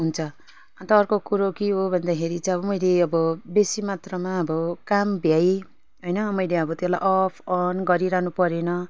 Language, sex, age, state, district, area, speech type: Nepali, female, 30-45, West Bengal, Darjeeling, rural, spontaneous